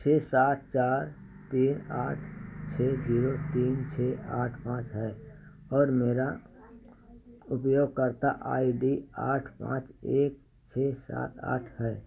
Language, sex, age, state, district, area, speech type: Hindi, male, 60+, Uttar Pradesh, Ayodhya, urban, read